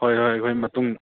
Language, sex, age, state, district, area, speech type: Manipuri, male, 30-45, Manipur, Churachandpur, rural, conversation